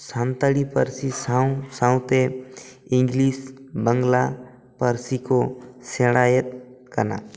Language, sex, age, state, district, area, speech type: Santali, male, 18-30, West Bengal, Bankura, rural, spontaneous